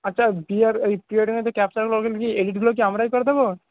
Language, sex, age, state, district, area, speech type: Bengali, male, 18-30, West Bengal, Paschim Medinipur, rural, conversation